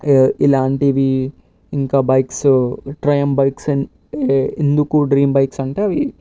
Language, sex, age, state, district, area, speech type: Telugu, male, 18-30, Telangana, Vikarabad, urban, spontaneous